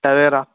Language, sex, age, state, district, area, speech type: Hindi, male, 18-30, Madhya Pradesh, Harda, urban, conversation